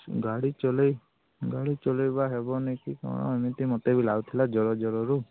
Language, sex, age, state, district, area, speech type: Odia, male, 45-60, Odisha, Sundergarh, rural, conversation